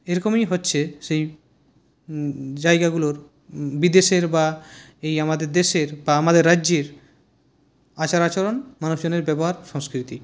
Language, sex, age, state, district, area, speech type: Bengali, male, 30-45, West Bengal, Purulia, rural, spontaneous